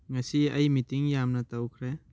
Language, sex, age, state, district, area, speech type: Manipuri, male, 18-30, Manipur, Churachandpur, rural, read